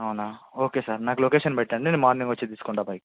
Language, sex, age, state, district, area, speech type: Telugu, male, 18-30, Andhra Pradesh, Srikakulam, urban, conversation